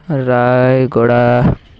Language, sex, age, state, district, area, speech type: Odia, male, 18-30, Odisha, Malkangiri, urban, spontaneous